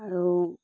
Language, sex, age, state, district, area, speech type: Assamese, female, 45-60, Assam, Dibrugarh, rural, spontaneous